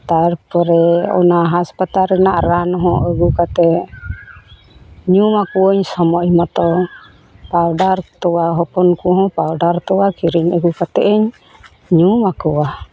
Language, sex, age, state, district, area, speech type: Santali, female, 45-60, West Bengal, Malda, rural, spontaneous